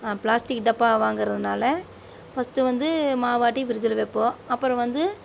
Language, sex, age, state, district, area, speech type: Tamil, female, 45-60, Tamil Nadu, Coimbatore, rural, spontaneous